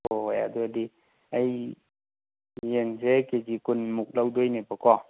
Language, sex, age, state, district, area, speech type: Manipuri, male, 30-45, Manipur, Thoubal, rural, conversation